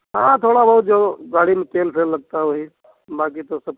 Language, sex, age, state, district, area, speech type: Hindi, male, 60+, Uttar Pradesh, Ayodhya, rural, conversation